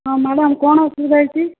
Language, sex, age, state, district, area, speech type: Odia, female, 30-45, Odisha, Jajpur, rural, conversation